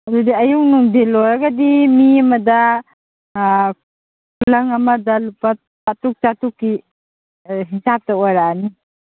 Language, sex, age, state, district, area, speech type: Manipuri, female, 45-60, Manipur, Kangpokpi, urban, conversation